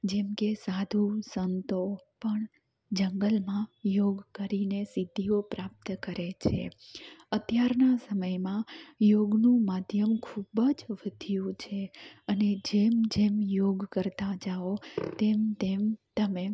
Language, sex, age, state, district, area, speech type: Gujarati, female, 30-45, Gujarat, Amreli, rural, spontaneous